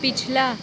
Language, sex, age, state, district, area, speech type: Hindi, female, 18-30, Uttar Pradesh, Pratapgarh, rural, read